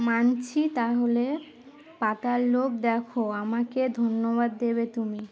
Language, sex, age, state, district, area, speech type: Bengali, female, 18-30, West Bengal, Uttar Dinajpur, urban, read